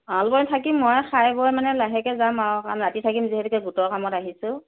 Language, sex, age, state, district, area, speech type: Assamese, female, 60+, Assam, Morigaon, rural, conversation